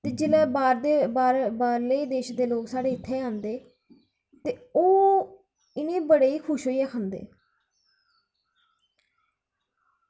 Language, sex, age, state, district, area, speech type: Dogri, female, 18-30, Jammu and Kashmir, Kathua, rural, spontaneous